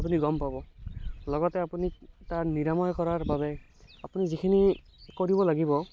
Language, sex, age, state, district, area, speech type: Assamese, male, 18-30, Assam, Barpeta, rural, spontaneous